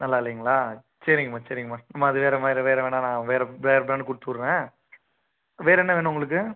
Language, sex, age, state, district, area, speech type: Tamil, male, 30-45, Tamil Nadu, Pudukkottai, rural, conversation